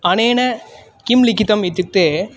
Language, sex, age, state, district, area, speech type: Sanskrit, male, 18-30, Tamil Nadu, Kanyakumari, urban, spontaneous